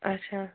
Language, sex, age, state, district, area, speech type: Kashmiri, female, 60+, Jammu and Kashmir, Srinagar, urban, conversation